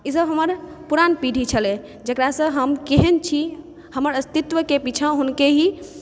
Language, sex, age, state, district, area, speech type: Maithili, female, 30-45, Bihar, Supaul, urban, spontaneous